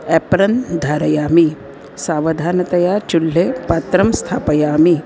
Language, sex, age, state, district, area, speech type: Sanskrit, female, 45-60, Maharashtra, Nagpur, urban, spontaneous